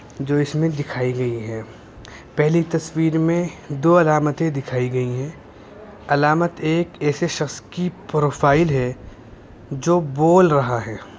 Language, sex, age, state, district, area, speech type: Urdu, male, 18-30, Uttar Pradesh, Muzaffarnagar, urban, spontaneous